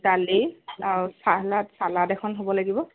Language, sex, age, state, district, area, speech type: Assamese, female, 30-45, Assam, Lakhimpur, rural, conversation